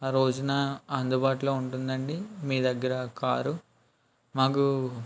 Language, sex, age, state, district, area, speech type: Telugu, male, 18-30, Andhra Pradesh, West Godavari, rural, spontaneous